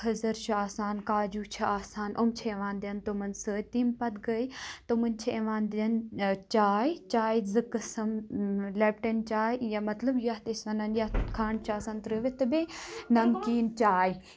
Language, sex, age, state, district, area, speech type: Kashmiri, female, 45-60, Jammu and Kashmir, Kupwara, urban, spontaneous